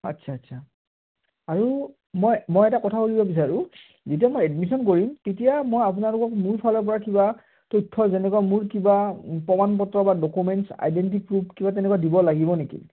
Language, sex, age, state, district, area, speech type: Assamese, male, 30-45, Assam, Udalguri, rural, conversation